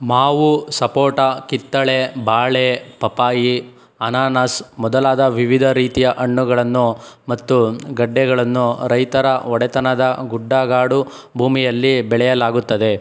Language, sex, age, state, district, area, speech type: Kannada, male, 18-30, Karnataka, Chikkaballapur, urban, read